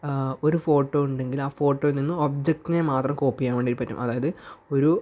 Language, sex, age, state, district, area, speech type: Malayalam, male, 18-30, Kerala, Kasaragod, rural, spontaneous